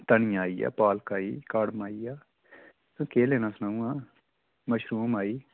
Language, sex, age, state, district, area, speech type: Dogri, male, 30-45, Jammu and Kashmir, Udhampur, rural, conversation